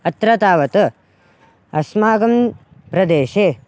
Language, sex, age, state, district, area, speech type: Sanskrit, male, 18-30, Karnataka, Raichur, urban, spontaneous